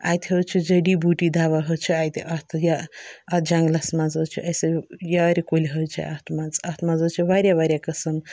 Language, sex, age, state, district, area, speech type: Kashmiri, female, 18-30, Jammu and Kashmir, Ganderbal, rural, spontaneous